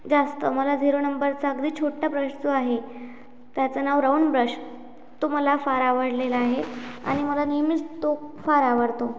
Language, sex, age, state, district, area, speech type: Marathi, female, 18-30, Maharashtra, Amravati, rural, spontaneous